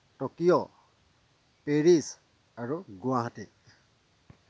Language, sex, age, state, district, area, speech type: Assamese, male, 30-45, Assam, Dhemaji, rural, spontaneous